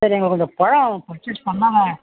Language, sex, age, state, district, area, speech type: Tamil, male, 45-60, Tamil Nadu, Perambalur, urban, conversation